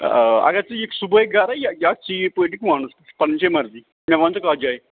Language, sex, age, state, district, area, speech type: Kashmiri, male, 45-60, Jammu and Kashmir, Srinagar, rural, conversation